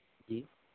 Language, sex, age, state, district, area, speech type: Hindi, male, 30-45, Madhya Pradesh, Harda, urban, conversation